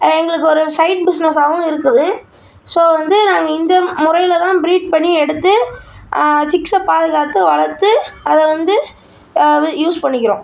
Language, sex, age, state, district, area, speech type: Tamil, male, 18-30, Tamil Nadu, Tiruchirappalli, urban, spontaneous